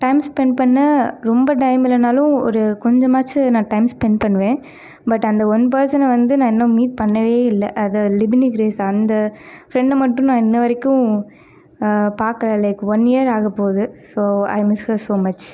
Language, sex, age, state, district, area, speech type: Tamil, female, 30-45, Tamil Nadu, Ariyalur, rural, spontaneous